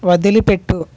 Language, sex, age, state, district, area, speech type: Telugu, male, 60+, Andhra Pradesh, East Godavari, rural, read